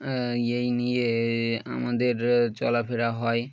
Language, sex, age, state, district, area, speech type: Bengali, male, 18-30, West Bengal, Birbhum, urban, spontaneous